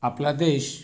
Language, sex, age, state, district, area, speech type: Marathi, male, 45-60, Maharashtra, Raigad, rural, spontaneous